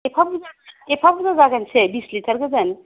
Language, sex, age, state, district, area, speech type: Bodo, female, 30-45, Assam, Kokrajhar, rural, conversation